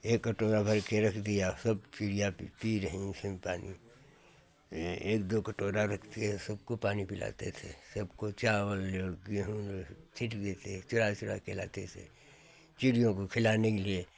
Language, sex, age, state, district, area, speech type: Hindi, male, 60+, Uttar Pradesh, Hardoi, rural, spontaneous